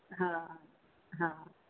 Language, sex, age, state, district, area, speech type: Gujarati, female, 45-60, Gujarat, Surat, rural, conversation